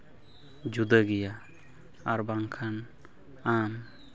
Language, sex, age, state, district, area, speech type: Santali, male, 30-45, Jharkhand, East Singhbhum, rural, spontaneous